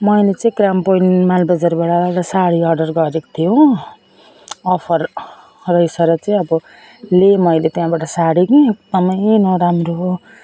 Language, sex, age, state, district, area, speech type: Nepali, female, 45-60, West Bengal, Jalpaiguri, urban, spontaneous